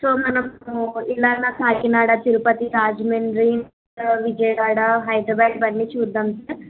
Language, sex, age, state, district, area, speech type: Telugu, female, 30-45, Andhra Pradesh, Kakinada, urban, conversation